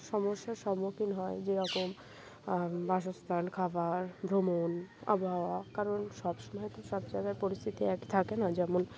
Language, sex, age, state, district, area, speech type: Bengali, female, 18-30, West Bengal, Birbhum, urban, spontaneous